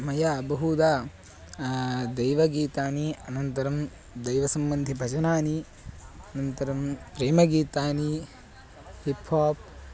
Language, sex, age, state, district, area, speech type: Sanskrit, male, 18-30, Karnataka, Haveri, rural, spontaneous